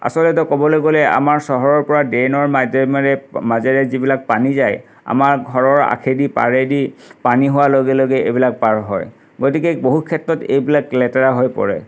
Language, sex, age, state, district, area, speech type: Assamese, male, 45-60, Assam, Dhemaji, urban, spontaneous